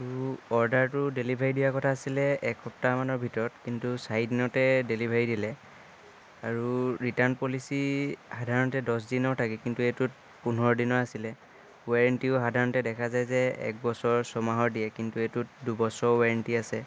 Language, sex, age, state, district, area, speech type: Assamese, male, 18-30, Assam, Lakhimpur, rural, spontaneous